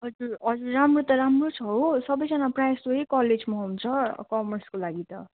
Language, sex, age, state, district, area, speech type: Nepali, female, 18-30, West Bengal, Kalimpong, rural, conversation